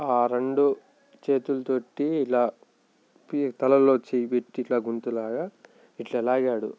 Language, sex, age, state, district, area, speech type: Telugu, male, 18-30, Telangana, Nalgonda, rural, spontaneous